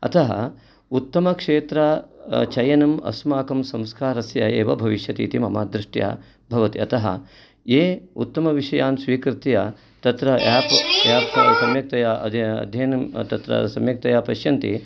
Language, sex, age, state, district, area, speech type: Sanskrit, male, 45-60, Karnataka, Uttara Kannada, urban, spontaneous